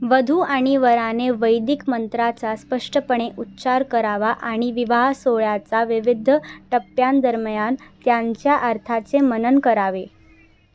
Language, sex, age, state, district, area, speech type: Marathi, female, 18-30, Maharashtra, Thane, urban, read